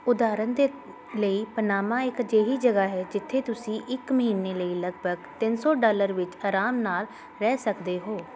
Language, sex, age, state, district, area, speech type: Punjabi, female, 30-45, Punjab, Shaheed Bhagat Singh Nagar, urban, read